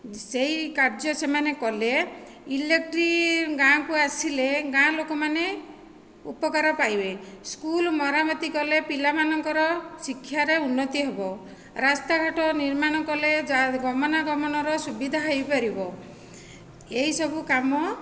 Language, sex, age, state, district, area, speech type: Odia, female, 45-60, Odisha, Dhenkanal, rural, spontaneous